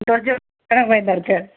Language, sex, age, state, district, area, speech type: Odia, female, 45-60, Odisha, Sundergarh, rural, conversation